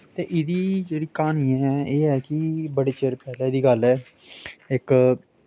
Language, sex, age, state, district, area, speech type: Dogri, male, 30-45, Jammu and Kashmir, Samba, rural, spontaneous